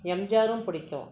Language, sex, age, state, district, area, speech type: Tamil, female, 60+, Tamil Nadu, Krishnagiri, rural, spontaneous